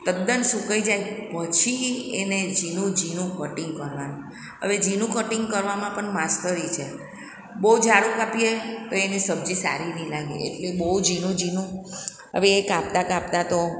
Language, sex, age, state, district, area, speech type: Gujarati, female, 60+, Gujarat, Surat, urban, spontaneous